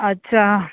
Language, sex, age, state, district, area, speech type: Marathi, male, 18-30, Maharashtra, Thane, urban, conversation